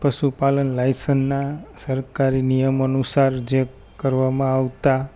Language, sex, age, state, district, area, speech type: Gujarati, male, 30-45, Gujarat, Rajkot, rural, spontaneous